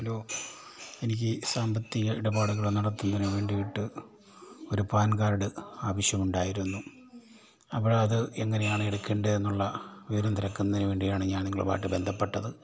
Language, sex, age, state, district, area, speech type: Malayalam, male, 60+, Kerala, Kollam, rural, spontaneous